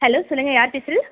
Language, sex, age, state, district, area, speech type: Tamil, female, 18-30, Tamil Nadu, Thanjavur, urban, conversation